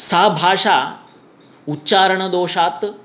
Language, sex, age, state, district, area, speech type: Sanskrit, male, 30-45, Telangana, Hyderabad, urban, spontaneous